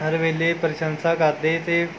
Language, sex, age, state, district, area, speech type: Punjabi, male, 18-30, Punjab, Mohali, rural, spontaneous